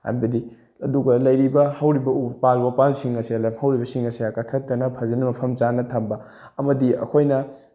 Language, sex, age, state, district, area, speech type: Manipuri, male, 18-30, Manipur, Bishnupur, rural, spontaneous